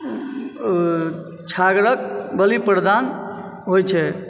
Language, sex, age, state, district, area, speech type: Maithili, male, 30-45, Bihar, Supaul, rural, spontaneous